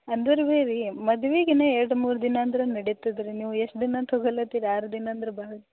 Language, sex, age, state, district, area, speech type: Kannada, female, 18-30, Karnataka, Gulbarga, urban, conversation